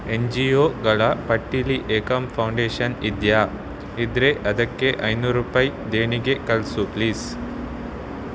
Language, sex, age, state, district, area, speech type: Kannada, male, 18-30, Karnataka, Shimoga, rural, read